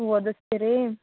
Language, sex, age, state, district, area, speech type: Kannada, female, 18-30, Karnataka, Bidar, rural, conversation